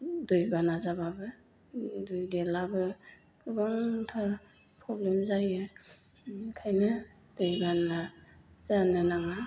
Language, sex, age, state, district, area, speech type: Bodo, female, 45-60, Assam, Chirang, rural, spontaneous